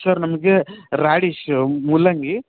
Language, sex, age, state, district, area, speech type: Kannada, male, 18-30, Karnataka, Bellary, rural, conversation